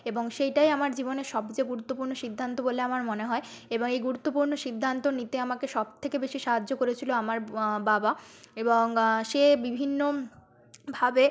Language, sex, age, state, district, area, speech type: Bengali, female, 30-45, West Bengal, Nadia, rural, spontaneous